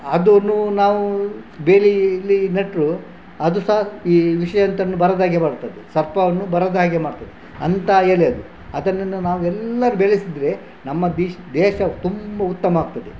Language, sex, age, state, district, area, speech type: Kannada, male, 60+, Karnataka, Udupi, rural, spontaneous